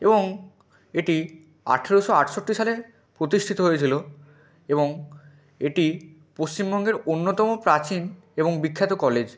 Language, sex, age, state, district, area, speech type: Bengali, male, 18-30, West Bengal, Purba Medinipur, rural, spontaneous